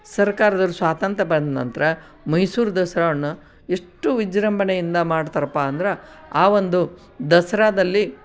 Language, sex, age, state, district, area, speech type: Kannada, female, 60+, Karnataka, Koppal, rural, spontaneous